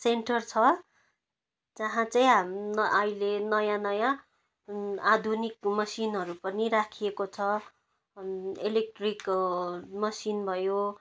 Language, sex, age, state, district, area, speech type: Nepali, female, 30-45, West Bengal, Jalpaiguri, urban, spontaneous